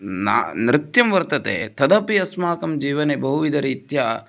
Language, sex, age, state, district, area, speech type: Sanskrit, male, 18-30, Karnataka, Uttara Kannada, rural, spontaneous